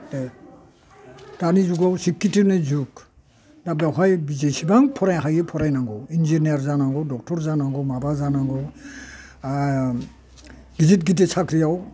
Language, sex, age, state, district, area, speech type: Bodo, male, 60+, Assam, Chirang, rural, spontaneous